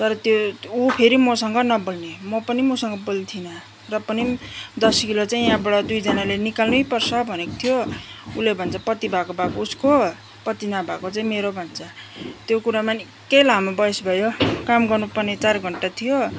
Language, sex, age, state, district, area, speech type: Nepali, female, 30-45, West Bengal, Darjeeling, rural, spontaneous